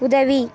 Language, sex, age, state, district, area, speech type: Tamil, female, 18-30, Tamil Nadu, Ariyalur, rural, read